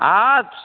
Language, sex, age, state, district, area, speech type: Maithili, male, 30-45, Bihar, Begusarai, urban, conversation